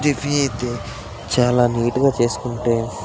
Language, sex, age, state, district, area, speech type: Telugu, male, 18-30, Andhra Pradesh, Srikakulam, rural, spontaneous